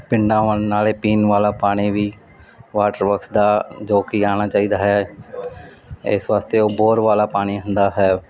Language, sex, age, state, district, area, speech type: Punjabi, male, 30-45, Punjab, Mansa, urban, spontaneous